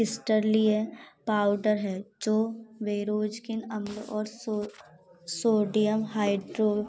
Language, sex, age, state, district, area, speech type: Hindi, female, 18-30, Madhya Pradesh, Gwalior, rural, spontaneous